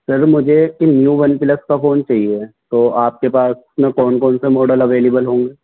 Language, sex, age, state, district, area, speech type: Urdu, male, 18-30, Delhi, North West Delhi, urban, conversation